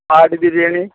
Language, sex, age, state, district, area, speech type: Malayalam, male, 18-30, Kerala, Malappuram, urban, conversation